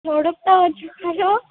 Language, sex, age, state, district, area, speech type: Gujarati, female, 18-30, Gujarat, Valsad, rural, conversation